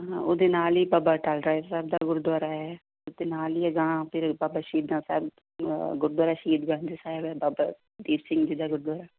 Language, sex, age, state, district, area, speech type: Punjabi, female, 45-60, Punjab, Amritsar, urban, conversation